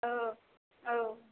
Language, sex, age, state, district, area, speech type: Bodo, female, 30-45, Assam, Chirang, rural, conversation